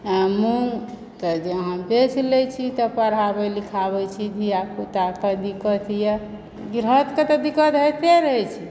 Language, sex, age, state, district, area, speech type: Maithili, female, 60+, Bihar, Supaul, urban, spontaneous